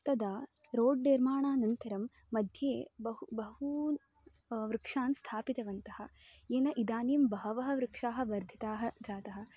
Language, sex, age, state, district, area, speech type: Sanskrit, female, 18-30, Karnataka, Dharwad, urban, spontaneous